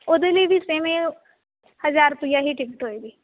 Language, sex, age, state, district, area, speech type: Punjabi, female, 30-45, Punjab, Jalandhar, rural, conversation